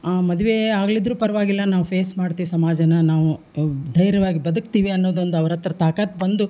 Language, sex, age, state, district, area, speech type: Kannada, female, 60+, Karnataka, Koppal, urban, spontaneous